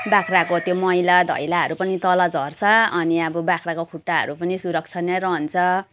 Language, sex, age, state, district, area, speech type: Nepali, female, 45-60, West Bengal, Jalpaiguri, urban, spontaneous